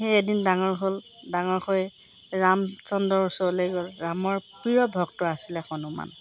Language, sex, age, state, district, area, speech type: Assamese, female, 60+, Assam, Golaghat, urban, spontaneous